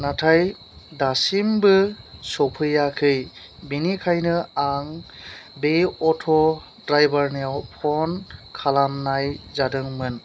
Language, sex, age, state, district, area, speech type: Bodo, male, 18-30, Assam, Chirang, rural, spontaneous